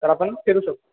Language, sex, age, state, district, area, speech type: Marathi, male, 18-30, Maharashtra, Kolhapur, urban, conversation